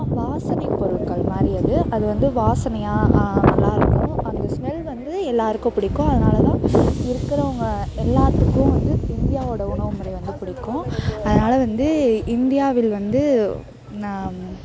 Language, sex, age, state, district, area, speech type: Tamil, female, 18-30, Tamil Nadu, Thanjavur, urban, spontaneous